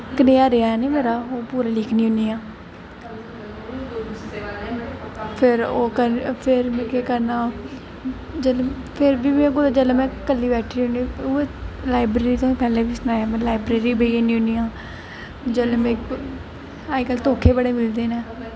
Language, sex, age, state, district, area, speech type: Dogri, female, 18-30, Jammu and Kashmir, Jammu, urban, spontaneous